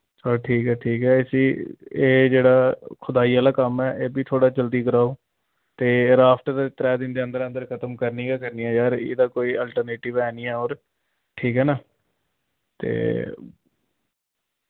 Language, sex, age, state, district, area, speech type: Dogri, male, 30-45, Jammu and Kashmir, Jammu, urban, conversation